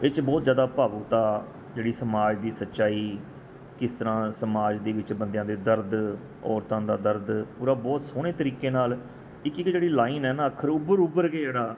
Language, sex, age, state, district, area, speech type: Punjabi, male, 45-60, Punjab, Patiala, urban, spontaneous